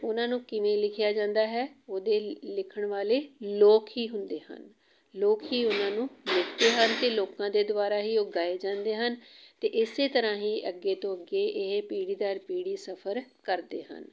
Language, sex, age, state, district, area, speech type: Punjabi, female, 45-60, Punjab, Amritsar, urban, spontaneous